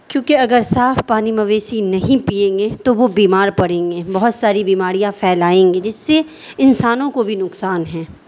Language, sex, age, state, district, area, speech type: Urdu, female, 18-30, Bihar, Darbhanga, rural, spontaneous